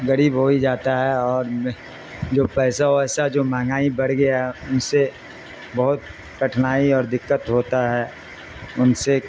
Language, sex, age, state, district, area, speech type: Urdu, male, 60+, Bihar, Darbhanga, rural, spontaneous